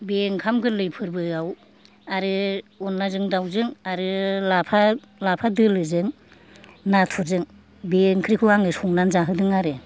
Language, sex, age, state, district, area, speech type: Bodo, female, 60+, Assam, Kokrajhar, urban, spontaneous